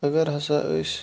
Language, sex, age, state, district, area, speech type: Kashmiri, male, 30-45, Jammu and Kashmir, Bandipora, rural, spontaneous